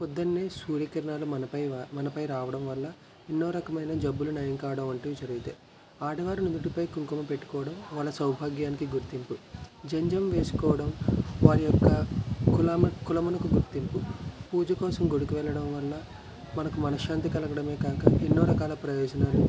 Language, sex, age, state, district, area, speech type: Telugu, male, 18-30, Andhra Pradesh, West Godavari, rural, spontaneous